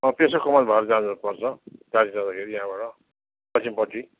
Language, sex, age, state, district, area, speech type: Nepali, male, 60+, West Bengal, Darjeeling, rural, conversation